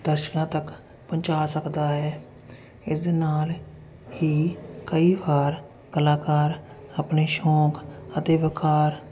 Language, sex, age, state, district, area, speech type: Punjabi, male, 30-45, Punjab, Jalandhar, urban, spontaneous